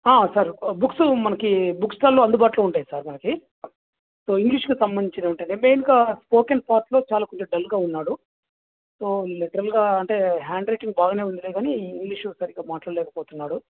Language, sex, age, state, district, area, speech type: Telugu, male, 30-45, Andhra Pradesh, Krishna, urban, conversation